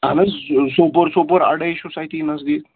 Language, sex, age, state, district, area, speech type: Kashmiri, male, 18-30, Jammu and Kashmir, Baramulla, rural, conversation